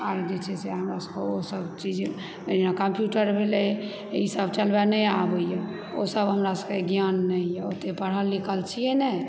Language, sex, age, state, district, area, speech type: Maithili, female, 30-45, Bihar, Supaul, urban, spontaneous